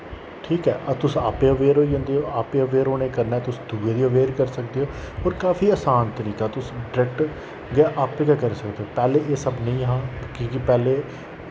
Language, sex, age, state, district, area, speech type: Dogri, male, 30-45, Jammu and Kashmir, Jammu, rural, spontaneous